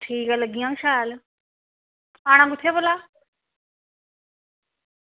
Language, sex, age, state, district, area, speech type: Dogri, female, 18-30, Jammu and Kashmir, Samba, rural, conversation